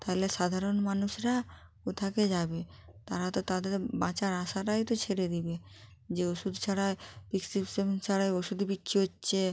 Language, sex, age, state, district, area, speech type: Bengali, female, 30-45, West Bengal, Jalpaiguri, rural, spontaneous